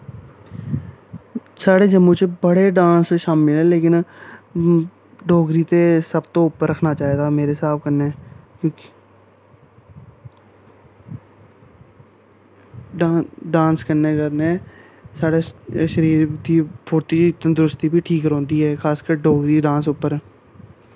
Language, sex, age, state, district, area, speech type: Dogri, male, 18-30, Jammu and Kashmir, Samba, rural, spontaneous